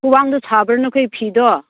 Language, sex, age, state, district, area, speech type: Manipuri, female, 60+, Manipur, Churachandpur, rural, conversation